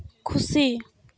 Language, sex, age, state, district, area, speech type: Santali, female, 18-30, West Bengal, Malda, rural, read